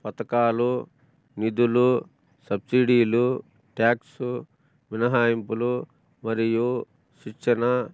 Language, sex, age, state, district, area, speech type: Telugu, male, 45-60, Andhra Pradesh, Annamaya, rural, spontaneous